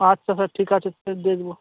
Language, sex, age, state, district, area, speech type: Bengali, male, 60+, West Bengal, Purba Medinipur, rural, conversation